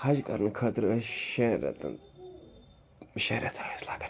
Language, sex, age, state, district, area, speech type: Kashmiri, male, 30-45, Jammu and Kashmir, Srinagar, urban, spontaneous